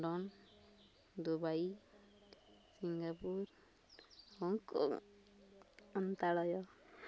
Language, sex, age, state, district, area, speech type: Odia, female, 30-45, Odisha, Balangir, urban, spontaneous